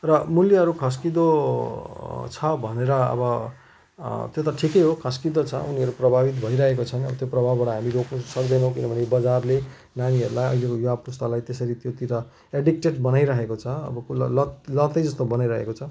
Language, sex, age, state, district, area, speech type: Nepali, male, 45-60, West Bengal, Jalpaiguri, rural, spontaneous